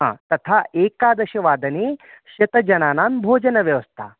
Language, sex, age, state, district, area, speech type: Sanskrit, male, 30-45, Maharashtra, Nagpur, urban, conversation